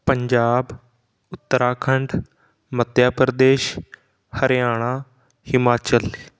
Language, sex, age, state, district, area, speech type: Punjabi, male, 18-30, Punjab, Patiala, rural, spontaneous